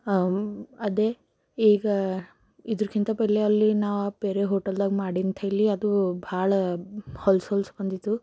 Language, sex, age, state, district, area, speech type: Kannada, female, 18-30, Karnataka, Bidar, rural, spontaneous